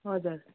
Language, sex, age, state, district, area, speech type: Nepali, female, 30-45, West Bengal, Kalimpong, rural, conversation